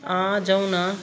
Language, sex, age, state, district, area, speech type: Nepali, female, 60+, West Bengal, Kalimpong, rural, spontaneous